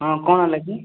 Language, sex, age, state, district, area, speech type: Odia, male, 18-30, Odisha, Rayagada, urban, conversation